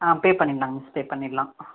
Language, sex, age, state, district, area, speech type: Tamil, female, 30-45, Tamil Nadu, Dharmapuri, rural, conversation